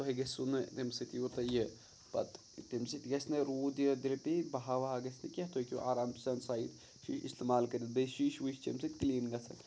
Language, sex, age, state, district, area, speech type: Kashmiri, male, 18-30, Jammu and Kashmir, Pulwama, urban, spontaneous